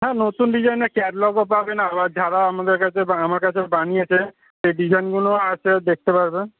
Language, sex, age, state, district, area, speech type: Bengali, male, 30-45, West Bengal, South 24 Parganas, rural, conversation